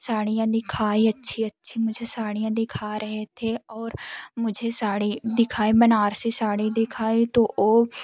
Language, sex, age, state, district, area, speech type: Hindi, female, 18-30, Uttar Pradesh, Jaunpur, urban, spontaneous